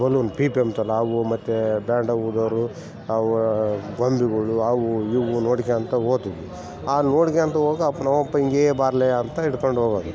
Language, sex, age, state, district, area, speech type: Kannada, male, 45-60, Karnataka, Bellary, rural, spontaneous